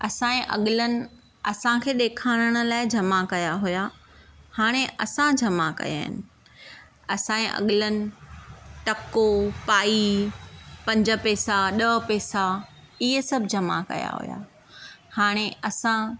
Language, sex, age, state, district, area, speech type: Sindhi, female, 30-45, Maharashtra, Thane, urban, spontaneous